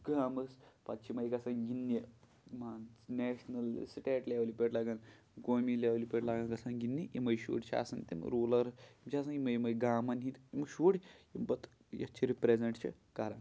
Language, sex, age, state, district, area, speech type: Kashmiri, male, 18-30, Jammu and Kashmir, Pulwama, rural, spontaneous